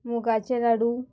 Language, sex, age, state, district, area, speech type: Goan Konkani, female, 18-30, Goa, Murmgao, urban, spontaneous